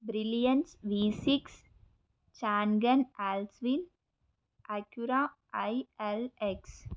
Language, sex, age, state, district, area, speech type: Telugu, female, 18-30, Telangana, Mahabubabad, rural, spontaneous